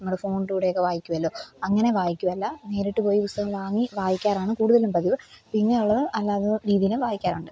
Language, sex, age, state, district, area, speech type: Malayalam, female, 18-30, Kerala, Pathanamthitta, urban, spontaneous